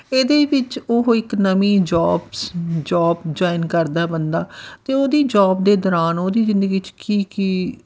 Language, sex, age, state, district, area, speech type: Punjabi, female, 45-60, Punjab, Fatehgarh Sahib, rural, spontaneous